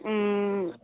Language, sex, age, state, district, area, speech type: Maithili, female, 18-30, Bihar, Begusarai, rural, conversation